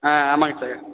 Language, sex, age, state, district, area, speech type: Tamil, male, 18-30, Tamil Nadu, Tiruvarur, rural, conversation